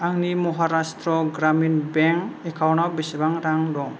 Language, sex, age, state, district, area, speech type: Bodo, male, 18-30, Assam, Kokrajhar, rural, read